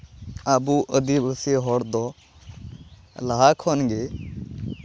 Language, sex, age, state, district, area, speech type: Santali, male, 18-30, West Bengal, Malda, rural, spontaneous